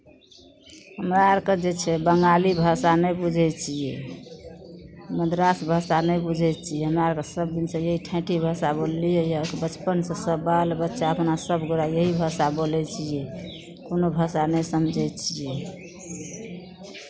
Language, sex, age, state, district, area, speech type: Maithili, female, 45-60, Bihar, Madhepura, rural, spontaneous